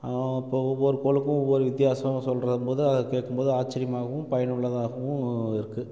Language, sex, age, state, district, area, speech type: Tamil, male, 45-60, Tamil Nadu, Namakkal, rural, spontaneous